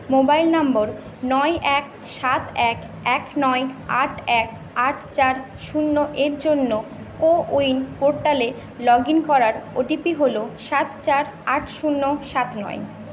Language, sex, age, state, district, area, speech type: Bengali, female, 18-30, West Bengal, Paschim Medinipur, rural, read